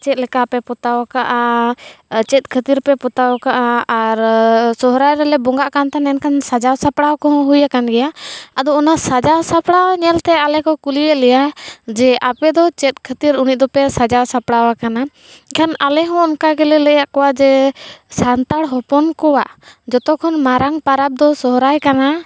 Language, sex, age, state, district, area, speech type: Santali, female, 18-30, Jharkhand, East Singhbhum, rural, spontaneous